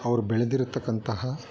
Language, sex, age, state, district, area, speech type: Kannada, male, 30-45, Karnataka, Bangalore Urban, urban, spontaneous